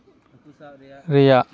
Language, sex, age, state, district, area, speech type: Santali, male, 18-30, West Bengal, Purba Bardhaman, rural, read